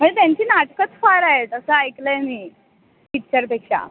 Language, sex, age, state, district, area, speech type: Marathi, female, 18-30, Maharashtra, Mumbai City, urban, conversation